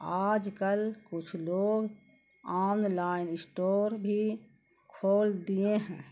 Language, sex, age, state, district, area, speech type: Urdu, female, 45-60, Bihar, Gaya, urban, spontaneous